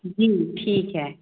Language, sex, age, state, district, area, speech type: Hindi, female, 45-60, Uttar Pradesh, Sitapur, rural, conversation